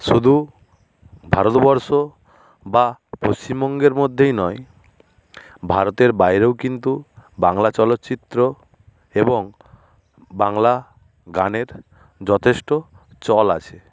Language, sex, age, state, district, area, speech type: Bengali, male, 60+, West Bengal, Nadia, rural, spontaneous